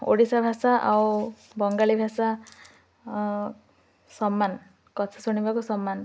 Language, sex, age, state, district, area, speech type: Odia, female, 18-30, Odisha, Ganjam, urban, spontaneous